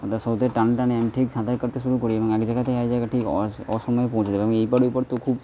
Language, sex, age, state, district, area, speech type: Bengali, male, 30-45, West Bengal, Purba Bardhaman, rural, spontaneous